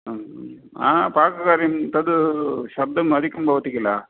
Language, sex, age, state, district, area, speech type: Sanskrit, male, 60+, Karnataka, Dakshina Kannada, rural, conversation